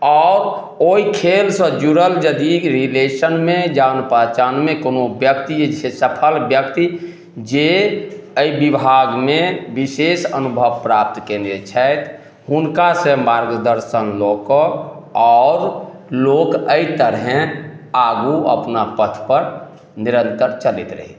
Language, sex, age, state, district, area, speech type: Maithili, male, 45-60, Bihar, Madhubani, rural, spontaneous